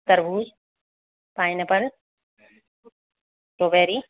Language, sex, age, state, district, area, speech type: Hindi, female, 30-45, Rajasthan, Jaipur, urban, conversation